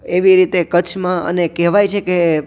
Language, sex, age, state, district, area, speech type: Gujarati, male, 18-30, Gujarat, Junagadh, urban, spontaneous